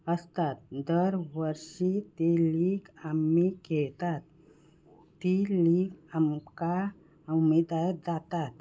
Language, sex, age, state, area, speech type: Goan Konkani, female, 45-60, Goa, rural, spontaneous